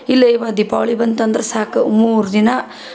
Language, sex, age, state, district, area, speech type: Kannada, female, 30-45, Karnataka, Dharwad, rural, spontaneous